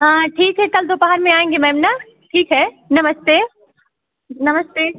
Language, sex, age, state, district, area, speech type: Hindi, female, 45-60, Uttar Pradesh, Azamgarh, rural, conversation